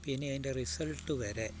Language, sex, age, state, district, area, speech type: Malayalam, male, 60+, Kerala, Idukki, rural, spontaneous